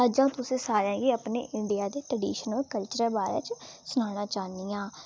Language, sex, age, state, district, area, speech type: Dogri, female, 18-30, Jammu and Kashmir, Udhampur, rural, spontaneous